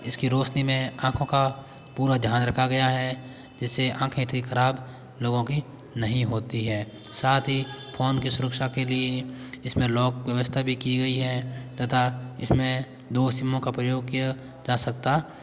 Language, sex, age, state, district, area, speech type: Hindi, male, 18-30, Rajasthan, Jodhpur, urban, spontaneous